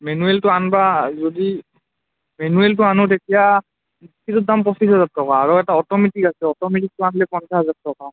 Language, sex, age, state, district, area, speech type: Assamese, male, 18-30, Assam, Udalguri, rural, conversation